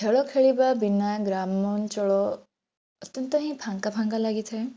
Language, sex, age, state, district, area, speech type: Odia, female, 30-45, Odisha, Bhadrak, rural, spontaneous